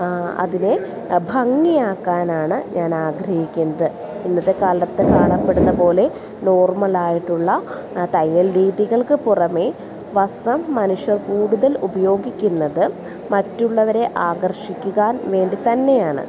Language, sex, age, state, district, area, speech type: Malayalam, female, 30-45, Kerala, Alappuzha, urban, spontaneous